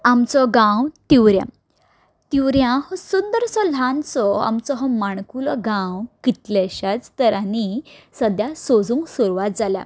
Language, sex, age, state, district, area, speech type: Goan Konkani, female, 30-45, Goa, Ponda, rural, spontaneous